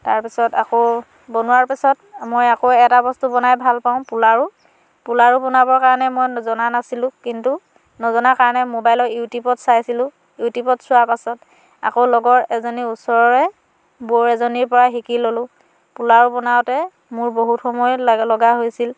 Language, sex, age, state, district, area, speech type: Assamese, female, 30-45, Assam, Dhemaji, rural, spontaneous